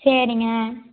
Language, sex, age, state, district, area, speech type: Tamil, female, 18-30, Tamil Nadu, Tiruppur, rural, conversation